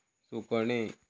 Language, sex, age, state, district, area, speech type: Goan Konkani, male, 45-60, Goa, Quepem, rural, read